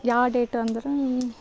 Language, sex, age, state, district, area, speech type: Kannada, female, 30-45, Karnataka, Bidar, urban, spontaneous